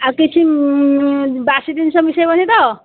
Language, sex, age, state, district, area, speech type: Odia, female, 60+, Odisha, Angul, rural, conversation